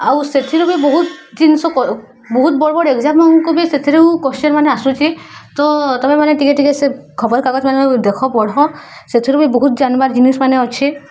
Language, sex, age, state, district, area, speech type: Odia, female, 18-30, Odisha, Subarnapur, urban, spontaneous